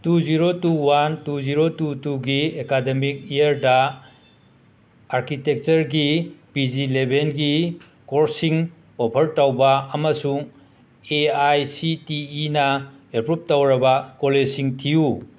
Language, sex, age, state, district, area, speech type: Manipuri, male, 60+, Manipur, Imphal West, urban, read